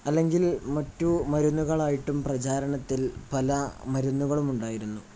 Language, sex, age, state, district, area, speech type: Malayalam, male, 18-30, Kerala, Kozhikode, rural, spontaneous